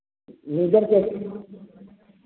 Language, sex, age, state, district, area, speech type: Hindi, male, 45-60, Uttar Pradesh, Azamgarh, rural, conversation